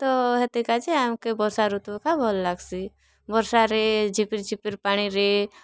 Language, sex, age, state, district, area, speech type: Odia, female, 30-45, Odisha, Kalahandi, rural, spontaneous